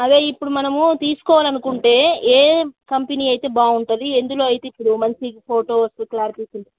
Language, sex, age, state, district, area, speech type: Telugu, female, 30-45, Andhra Pradesh, Krishna, urban, conversation